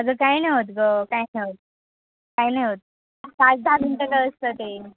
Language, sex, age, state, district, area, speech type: Marathi, female, 18-30, Maharashtra, Nashik, urban, conversation